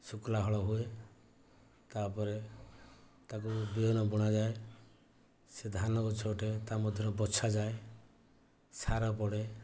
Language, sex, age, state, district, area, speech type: Odia, male, 45-60, Odisha, Balasore, rural, spontaneous